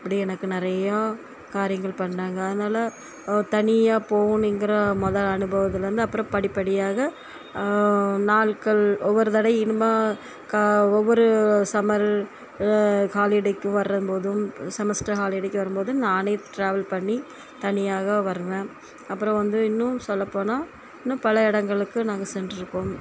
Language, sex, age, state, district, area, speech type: Tamil, female, 45-60, Tamil Nadu, Thoothukudi, urban, spontaneous